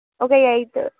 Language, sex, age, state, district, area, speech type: Telugu, female, 18-30, Telangana, Nizamabad, urban, conversation